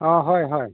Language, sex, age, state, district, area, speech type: Assamese, male, 30-45, Assam, Lakhimpur, rural, conversation